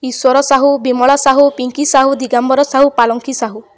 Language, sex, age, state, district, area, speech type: Odia, female, 18-30, Odisha, Balangir, urban, spontaneous